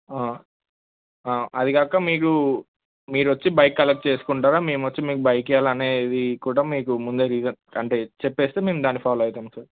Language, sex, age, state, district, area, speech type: Telugu, male, 18-30, Telangana, Hyderabad, urban, conversation